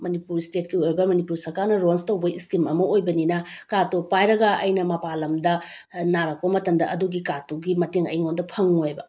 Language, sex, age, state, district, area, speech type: Manipuri, female, 30-45, Manipur, Bishnupur, rural, spontaneous